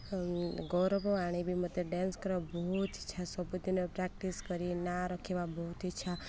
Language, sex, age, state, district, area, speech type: Odia, female, 30-45, Odisha, Koraput, urban, spontaneous